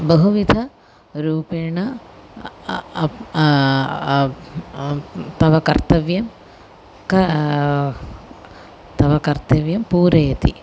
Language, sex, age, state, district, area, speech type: Sanskrit, female, 45-60, Kerala, Thiruvananthapuram, urban, spontaneous